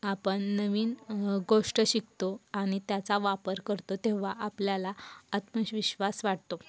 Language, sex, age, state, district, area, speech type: Marathi, female, 18-30, Maharashtra, Satara, urban, spontaneous